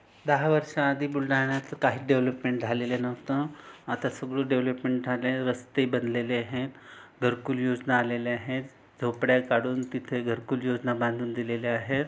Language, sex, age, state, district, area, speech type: Marathi, other, 30-45, Maharashtra, Buldhana, urban, spontaneous